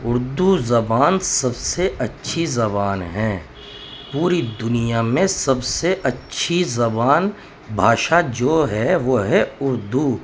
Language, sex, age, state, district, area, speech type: Urdu, male, 30-45, Uttar Pradesh, Muzaffarnagar, urban, spontaneous